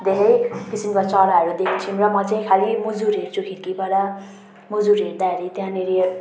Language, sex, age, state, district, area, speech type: Nepali, female, 30-45, West Bengal, Jalpaiguri, urban, spontaneous